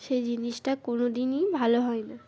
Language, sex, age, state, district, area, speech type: Bengali, female, 18-30, West Bengal, Uttar Dinajpur, urban, spontaneous